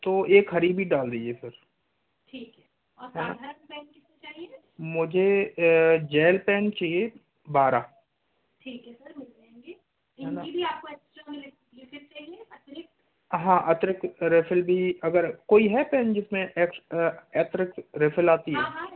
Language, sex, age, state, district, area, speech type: Hindi, male, 30-45, Rajasthan, Jaipur, rural, conversation